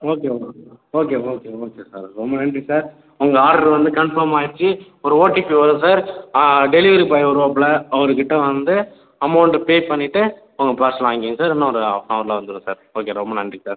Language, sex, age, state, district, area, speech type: Tamil, male, 18-30, Tamil Nadu, Cuddalore, rural, conversation